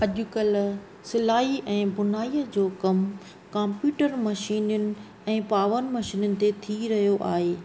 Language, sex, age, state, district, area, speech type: Sindhi, female, 45-60, Maharashtra, Thane, urban, spontaneous